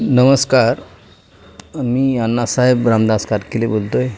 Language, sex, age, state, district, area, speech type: Marathi, male, 30-45, Maharashtra, Ratnagiri, rural, spontaneous